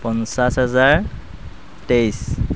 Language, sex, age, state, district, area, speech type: Assamese, male, 30-45, Assam, Sivasagar, rural, spontaneous